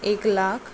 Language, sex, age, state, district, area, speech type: Goan Konkani, female, 30-45, Goa, Quepem, rural, spontaneous